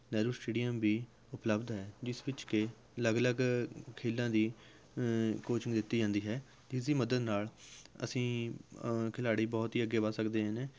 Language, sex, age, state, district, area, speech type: Punjabi, male, 18-30, Punjab, Rupnagar, rural, spontaneous